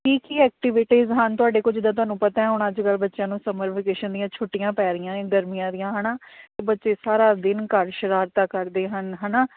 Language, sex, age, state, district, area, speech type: Punjabi, female, 30-45, Punjab, Kapurthala, urban, conversation